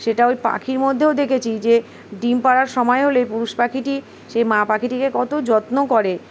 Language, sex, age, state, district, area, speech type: Bengali, female, 45-60, West Bengal, Uttar Dinajpur, urban, spontaneous